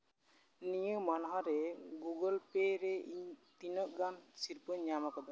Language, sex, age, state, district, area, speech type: Santali, male, 18-30, West Bengal, Malda, rural, read